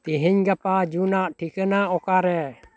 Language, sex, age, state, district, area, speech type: Santali, male, 60+, West Bengal, Bankura, rural, read